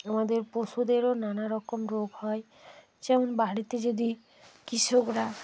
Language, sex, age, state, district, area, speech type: Bengali, female, 45-60, West Bengal, Hooghly, urban, spontaneous